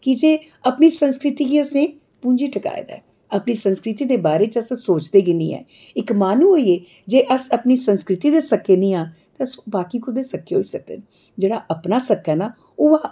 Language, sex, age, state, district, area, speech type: Dogri, female, 45-60, Jammu and Kashmir, Jammu, urban, spontaneous